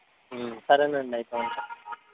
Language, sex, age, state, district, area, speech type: Telugu, male, 30-45, Andhra Pradesh, East Godavari, rural, conversation